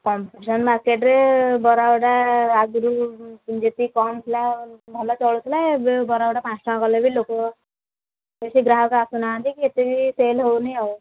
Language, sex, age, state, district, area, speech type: Odia, female, 30-45, Odisha, Sambalpur, rural, conversation